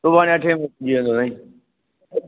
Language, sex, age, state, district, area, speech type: Sindhi, male, 30-45, Delhi, South Delhi, urban, conversation